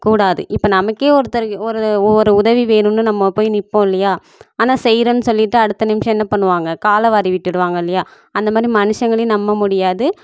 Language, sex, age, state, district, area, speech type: Tamil, female, 18-30, Tamil Nadu, Namakkal, urban, spontaneous